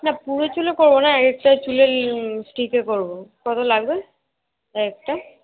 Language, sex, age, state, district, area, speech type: Bengali, female, 18-30, West Bengal, Hooghly, urban, conversation